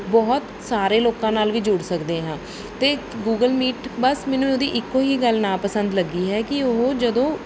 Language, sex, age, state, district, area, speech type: Punjabi, female, 30-45, Punjab, Bathinda, urban, spontaneous